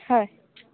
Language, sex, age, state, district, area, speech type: Assamese, female, 18-30, Assam, Nalbari, rural, conversation